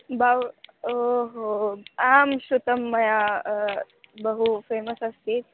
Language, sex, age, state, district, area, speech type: Sanskrit, female, 18-30, Andhra Pradesh, Eluru, rural, conversation